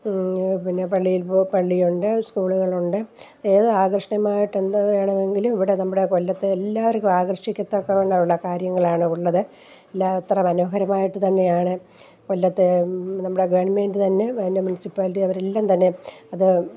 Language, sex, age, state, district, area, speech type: Malayalam, female, 60+, Kerala, Kollam, rural, spontaneous